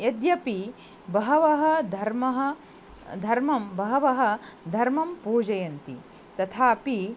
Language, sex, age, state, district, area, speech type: Sanskrit, female, 45-60, Karnataka, Dharwad, urban, spontaneous